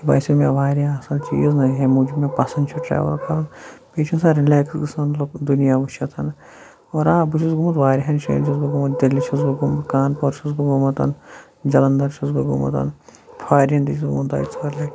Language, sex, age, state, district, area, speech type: Kashmiri, male, 18-30, Jammu and Kashmir, Shopian, rural, spontaneous